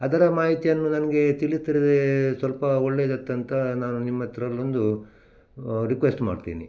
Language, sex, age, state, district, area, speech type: Kannada, male, 60+, Karnataka, Udupi, rural, spontaneous